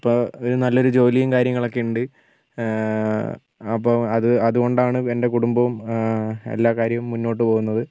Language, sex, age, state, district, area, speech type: Malayalam, female, 18-30, Kerala, Wayanad, rural, spontaneous